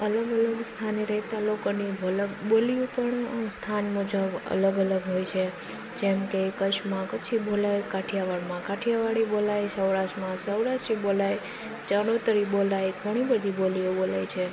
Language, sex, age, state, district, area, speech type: Gujarati, female, 18-30, Gujarat, Rajkot, rural, spontaneous